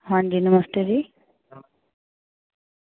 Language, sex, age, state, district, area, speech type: Dogri, female, 60+, Jammu and Kashmir, Reasi, rural, conversation